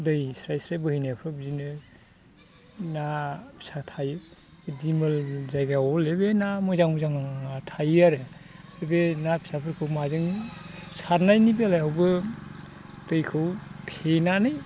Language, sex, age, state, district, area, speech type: Bodo, male, 60+, Assam, Chirang, rural, spontaneous